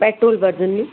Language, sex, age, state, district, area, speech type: Hindi, female, 30-45, Madhya Pradesh, Jabalpur, urban, conversation